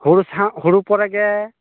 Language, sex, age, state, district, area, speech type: Santali, male, 30-45, West Bengal, Bankura, rural, conversation